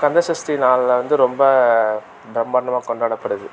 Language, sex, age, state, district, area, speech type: Tamil, male, 18-30, Tamil Nadu, Tiruvannamalai, rural, spontaneous